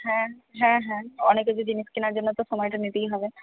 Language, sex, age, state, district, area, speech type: Bengali, female, 30-45, West Bengal, Purba Bardhaman, urban, conversation